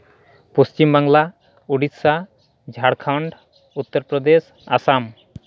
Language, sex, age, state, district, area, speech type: Santali, male, 30-45, West Bengal, Malda, rural, spontaneous